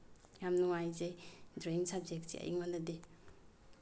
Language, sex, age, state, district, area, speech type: Manipuri, female, 18-30, Manipur, Bishnupur, rural, spontaneous